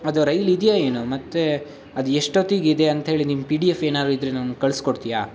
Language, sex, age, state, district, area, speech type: Kannada, male, 18-30, Karnataka, Shimoga, rural, spontaneous